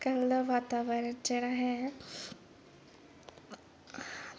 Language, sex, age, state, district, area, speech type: Dogri, female, 18-30, Jammu and Kashmir, Kathua, rural, spontaneous